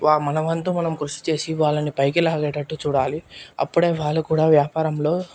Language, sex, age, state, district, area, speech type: Telugu, male, 18-30, Telangana, Nirmal, urban, spontaneous